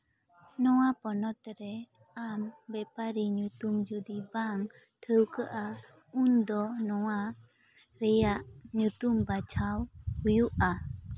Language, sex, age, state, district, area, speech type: Santali, female, 18-30, West Bengal, Jhargram, rural, read